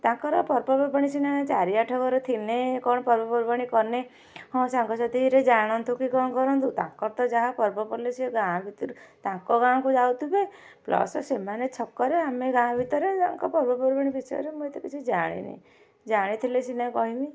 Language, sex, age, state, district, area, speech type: Odia, female, 45-60, Odisha, Kendujhar, urban, spontaneous